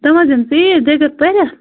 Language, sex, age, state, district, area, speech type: Kashmiri, female, 30-45, Jammu and Kashmir, Bandipora, rural, conversation